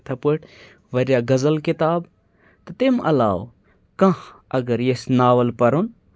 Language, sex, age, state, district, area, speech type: Kashmiri, male, 30-45, Jammu and Kashmir, Kupwara, rural, spontaneous